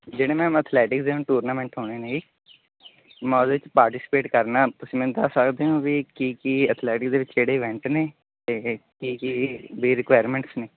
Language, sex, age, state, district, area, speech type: Punjabi, male, 18-30, Punjab, Barnala, rural, conversation